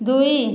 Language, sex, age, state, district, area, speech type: Odia, female, 60+, Odisha, Khordha, rural, read